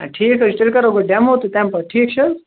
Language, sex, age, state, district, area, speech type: Kashmiri, male, 18-30, Jammu and Kashmir, Kupwara, rural, conversation